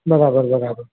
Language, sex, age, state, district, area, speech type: Gujarati, male, 45-60, Gujarat, Ahmedabad, urban, conversation